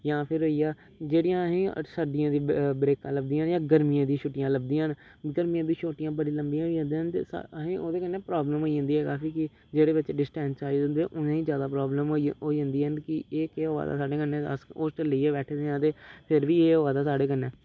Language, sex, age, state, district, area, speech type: Dogri, male, 30-45, Jammu and Kashmir, Reasi, urban, spontaneous